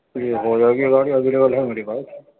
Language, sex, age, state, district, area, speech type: Urdu, male, 45-60, Uttar Pradesh, Gautam Buddha Nagar, urban, conversation